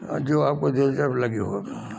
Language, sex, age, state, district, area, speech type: Hindi, male, 60+, Madhya Pradesh, Gwalior, rural, spontaneous